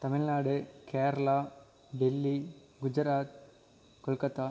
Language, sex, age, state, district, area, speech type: Tamil, male, 18-30, Tamil Nadu, Coimbatore, rural, spontaneous